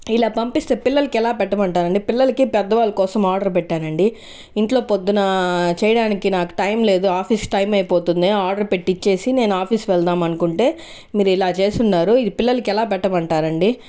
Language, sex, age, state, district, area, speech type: Telugu, female, 30-45, Andhra Pradesh, Sri Balaji, urban, spontaneous